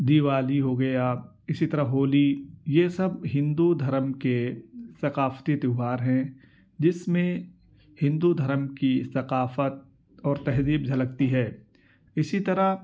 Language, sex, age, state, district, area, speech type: Urdu, male, 18-30, Uttar Pradesh, Ghaziabad, urban, spontaneous